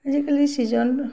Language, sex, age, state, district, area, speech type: Assamese, female, 60+, Assam, Tinsukia, rural, spontaneous